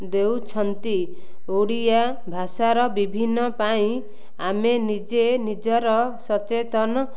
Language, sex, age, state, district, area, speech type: Odia, female, 30-45, Odisha, Ganjam, urban, spontaneous